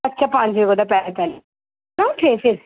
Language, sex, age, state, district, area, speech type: Dogri, female, 30-45, Jammu and Kashmir, Reasi, urban, conversation